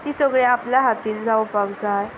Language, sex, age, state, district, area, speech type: Goan Konkani, female, 18-30, Goa, Sanguem, rural, spontaneous